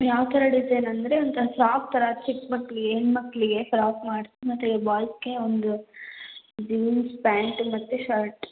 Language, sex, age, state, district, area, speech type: Kannada, female, 18-30, Karnataka, Hassan, rural, conversation